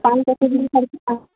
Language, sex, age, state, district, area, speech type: Urdu, female, 18-30, Bihar, Khagaria, rural, conversation